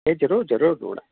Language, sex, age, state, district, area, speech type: Kannada, male, 60+, Karnataka, Koppal, rural, conversation